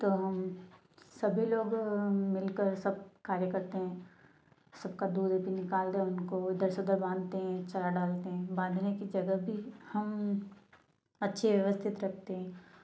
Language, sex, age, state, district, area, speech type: Hindi, female, 18-30, Madhya Pradesh, Ujjain, rural, spontaneous